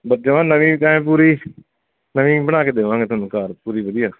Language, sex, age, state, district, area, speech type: Punjabi, male, 45-60, Punjab, Bathinda, urban, conversation